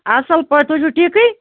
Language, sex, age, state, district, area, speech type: Kashmiri, female, 30-45, Jammu and Kashmir, Budgam, rural, conversation